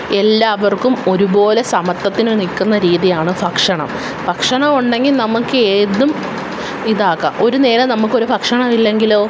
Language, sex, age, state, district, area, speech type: Malayalam, female, 18-30, Kerala, Kollam, urban, spontaneous